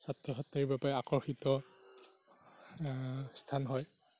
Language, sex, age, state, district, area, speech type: Assamese, male, 45-60, Assam, Darrang, rural, spontaneous